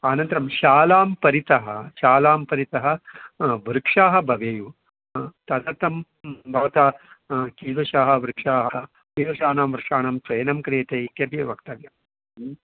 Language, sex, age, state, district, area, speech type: Sanskrit, male, 60+, Karnataka, Bangalore Urban, urban, conversation